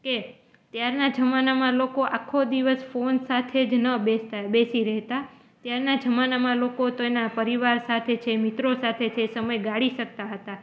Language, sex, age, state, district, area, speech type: Gujarati, female, 18-30, Gujarat, Junagadh, rural, spontaneous